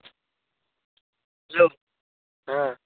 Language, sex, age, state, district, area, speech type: Bengali, male, 18-30, West Bengal, Birbhum, urban, conversation